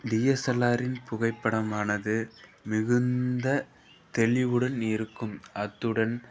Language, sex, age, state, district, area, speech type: Tamil, male, 18-30, Tamil Nadu, Perambalur, rural, spontaneous